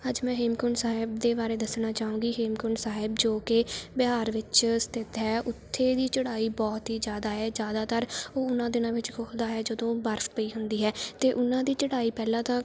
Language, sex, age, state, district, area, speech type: Punjabi, female, 18-30, Punjab, Shaheed Bhagat Singh Nagar, rural, spontaneous